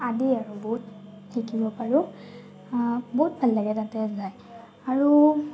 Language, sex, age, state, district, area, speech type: Assamese, female, 30-45, Assam, Morigaon, rural, spontaneous